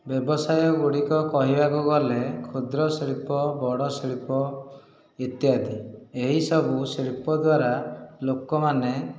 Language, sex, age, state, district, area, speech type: Odia, male, 30-45, Odisha, Khordha, rural, spontaneous